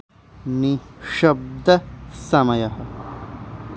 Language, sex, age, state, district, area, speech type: Sanskrit, male, 18-30, Odisha, Khordha, urban, read